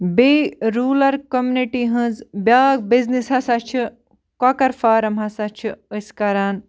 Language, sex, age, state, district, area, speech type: Kashmiri, other, 18-30, Jammu and Kashmir, Baramulla, rural, spontaneous